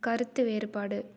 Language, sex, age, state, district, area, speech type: Tamil, female, 18-30, Tamil Nadu, Karur, rural, read